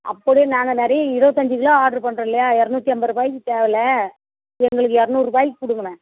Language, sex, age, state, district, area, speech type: Tamil, female, 60+, Tamil Nadu, Tiruvannamalai, rural, conversation